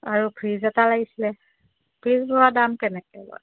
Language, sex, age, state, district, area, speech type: Assamese, female, 45-60, Assam, Golaghat, urban, conversation